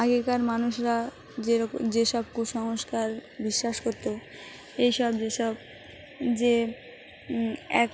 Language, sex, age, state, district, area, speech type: Bengali, female, 18-30, West Bengal, Dakshin Dinajpur, urban, spontaneous